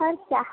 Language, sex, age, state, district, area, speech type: Maithili, female, 18-30, Bihar, Sitamarhi, rural, conversation